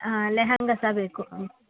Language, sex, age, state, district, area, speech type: Kannada, female, 30-45, Karnataka, Udupi, rural, conversation